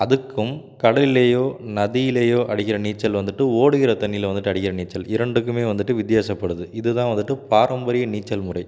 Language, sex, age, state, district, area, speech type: Tamil, male, 30-45, Tamil Nadu, Namakkal, rural, spontaneous